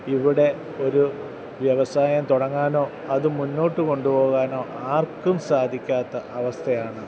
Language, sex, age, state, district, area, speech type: Malayalam, male, 45-60, Kerala, Kottayam, urban, spontaneous